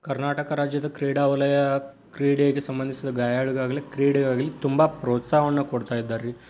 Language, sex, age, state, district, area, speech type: Kannada, male, 18-30, Karnataka, Dharwad, urban, spontaneous